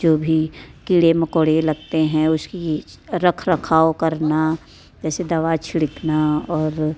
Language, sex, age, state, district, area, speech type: Hindi, female, 30-45, Uttar Pradesh, Mirzapur, rural, spontaneous